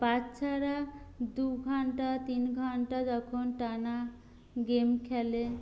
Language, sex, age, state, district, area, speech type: Bengali, female, 30-45, West Bengal, Jhargram, rural, spontaneous